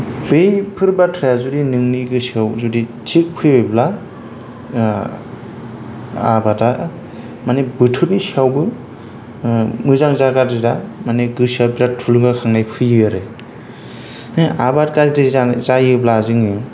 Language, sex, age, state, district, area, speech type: Bodo, male, 30-45, Assam, Kokrajhar, rural, spontaneous